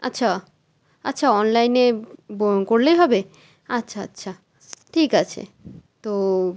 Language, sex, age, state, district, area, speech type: Bengali, female, 30-45, West Bengal, Malda, rural, spontaneous